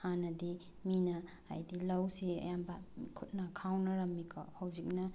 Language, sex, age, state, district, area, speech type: Manipuri, female, 18-30, Manipur, Bishnupur, rural, spontaneous